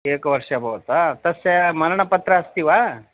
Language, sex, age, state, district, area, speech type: Sanskrit, male, 45-60, Karnataka, Vijayapura, urban, conversation